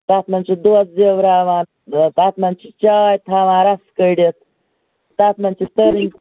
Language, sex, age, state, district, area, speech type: Kashmiri, female, 45-60, Jammu and Kashmir, Ganderbal, rural, conversation